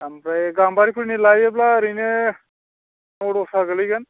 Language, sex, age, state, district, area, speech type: Bodo, male, 45-60, Assam, Baksa, rural, conversation